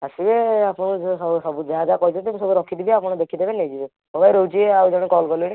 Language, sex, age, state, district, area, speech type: Odia, male, 18-30, Odisha, Kendujhar, urban, conversation